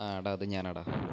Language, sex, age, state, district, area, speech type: Malayalam, male, 45-60, Kerala, Wayanad, rural, spontaneous